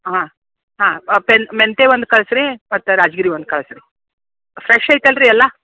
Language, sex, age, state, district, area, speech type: Kannada, female, 60+, Karnataka, Dharwad, rural, conversation